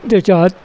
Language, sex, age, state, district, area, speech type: Marathi, male, 60+, Maharashtra, Wardha, rural, spontaneous